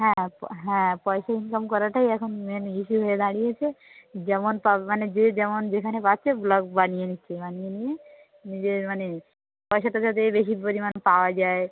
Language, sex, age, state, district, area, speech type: Bengali, female, 45-60, West Bengal, Dakshin Dinajpur, urban, conversation